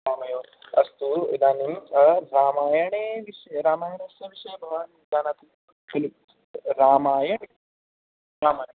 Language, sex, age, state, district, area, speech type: Sanskrit, male, 18-30, Delhi, East Delhi, urban, conversation